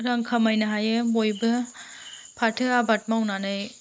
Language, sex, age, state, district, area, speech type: Bodo, female, 45-60, Assam, Chirang, rural, spontaneous